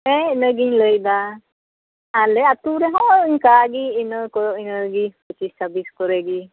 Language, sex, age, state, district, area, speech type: Santali, female, 30-45, West Bengal, Birbhum, rural, conversation